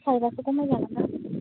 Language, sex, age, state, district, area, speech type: Bodo, male, 18-30, Assam, Udalguri, rural, conversation